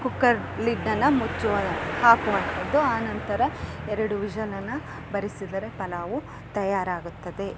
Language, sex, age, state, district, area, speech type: Kannada, female, 30-45, Karnataka, Chikkamagaluru, rural, spontaneous